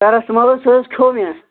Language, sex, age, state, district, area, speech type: Kashmiri, male, 60+, Jammu and Kashmir, Srinagar, urban, conversation